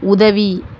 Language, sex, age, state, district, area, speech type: Tamil, female, 18-30, Tamil Nadu, Sivaganga, rural, read